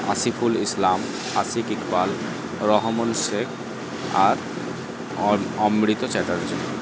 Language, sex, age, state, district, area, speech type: Bengali, male, 45-60, West Bengal, Purba Bardhaman, rural, spontaneous